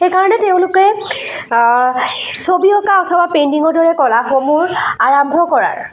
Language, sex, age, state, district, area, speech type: Assamese, female, 18-30, Assam, Jorhat, rural, spontaneous